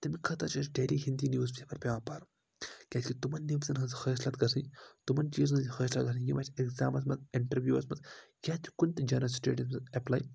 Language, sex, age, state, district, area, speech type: Kashmiri, male, 30-45, Jammu and Kashmir, Baramulla, rural, spontaneous